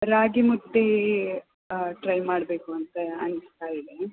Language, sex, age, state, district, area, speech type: Kannada, female, 18-30, Karnataka, Shimoga, rural, conversation